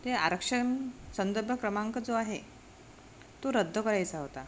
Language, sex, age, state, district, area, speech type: Marathi, female, 30-45, Maharashtra, Amravati, rural, spontaneous